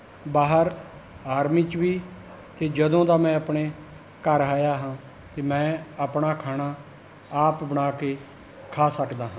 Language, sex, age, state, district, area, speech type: Punjabi, male, 60+, Punjab, Rupnagar, rural, spontaneous